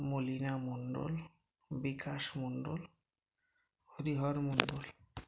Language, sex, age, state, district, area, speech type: Bengali, male, 45-60, West Bengal, North 24 Parganas, rural, spontaneous